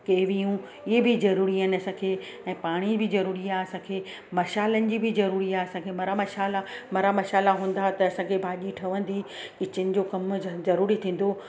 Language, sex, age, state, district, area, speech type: Sindhi, female, 45-60, Gujarat, Surat, urban, spontaneous